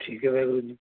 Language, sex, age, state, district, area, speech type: Punjabi, male, 30-45, Punjab, Firozpur, rural, conversation